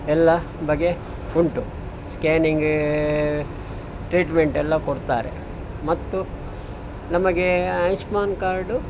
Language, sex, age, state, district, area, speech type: Kannada, male, 45-60, Karnataka, Dakshina Kannada, rural, spontaneous